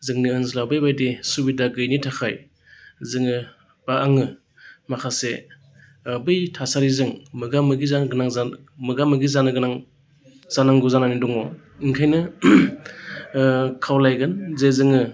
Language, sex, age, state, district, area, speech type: Bodo, male, 30-45, Assam, Udalguri, urban, spontaneous